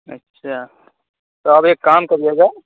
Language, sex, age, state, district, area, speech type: Urdu, male, 45-60, Uttar Pradesh, Aligarh, rural, conversation